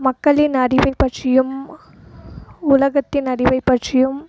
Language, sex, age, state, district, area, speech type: Tamil, female, 18-30, Tamil Nadu, Krishnagiri, rural, spontaneous